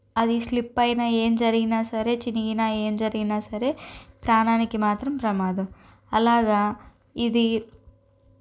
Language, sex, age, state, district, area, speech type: Telugu, female, 30-45, Andhra Pradesh, Guntur, urban, spontaneous